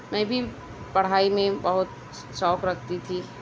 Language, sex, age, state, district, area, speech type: Urdu, female, 18-30, Uttar Pradesh, Mau, urban, spontaneous